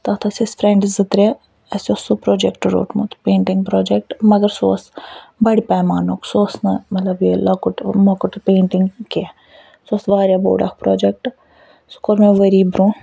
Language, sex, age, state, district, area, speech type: Kashmiri, female, 60+, Jammu and Kashmir, Ganderbal, rural, spontaneous